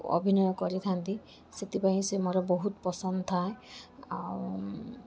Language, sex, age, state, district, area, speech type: Odia, female, 18-30, Odisha, Balasore, rural, spontaneous